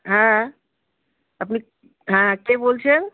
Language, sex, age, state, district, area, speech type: Bengali, female, 45-60, West Bengal, Kolkata, urban, conversation